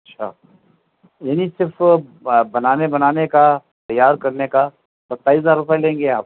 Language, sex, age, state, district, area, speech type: Urdu, male, 60+, Delhi, North East Delhi, urban, conversation